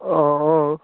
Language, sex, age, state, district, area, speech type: Assamese, male, 18-30, Assam, Sivasagar, rural, conversation